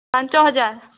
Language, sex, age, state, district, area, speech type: Odia, female, 18-30, Odisha, Boudh, rural, conversation